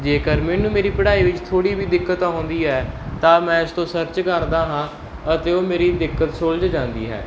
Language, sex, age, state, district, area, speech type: Punjabi, male, 30-45, Punjab, Barnala, rural, spontaneous